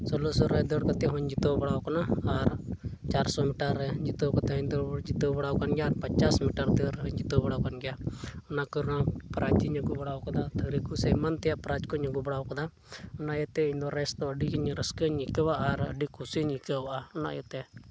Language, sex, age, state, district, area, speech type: Santali, male, 18-30, Jharkhand, Pakur, rural, spontaneous